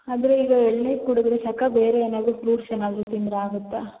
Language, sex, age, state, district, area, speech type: Kannada, female, 18-30, Karnataka, Hassan, urban, conversation